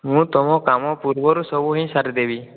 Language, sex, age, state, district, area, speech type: Odia, male, 18-30, Odisha, Boudh, rural, conversation